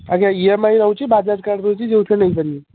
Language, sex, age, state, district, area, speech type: Odia, male, 18-30, Odisha, Puri, urban, conversation